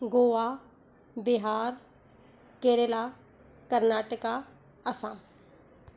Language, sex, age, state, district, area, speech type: Sindhi, female, 30-45, Gujarat, Surat, urban, spontaneous